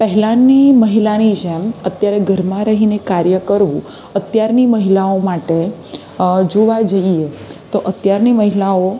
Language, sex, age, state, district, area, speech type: Gujarati, female, 30-45, Gujarat, Surat, urban, spontaneous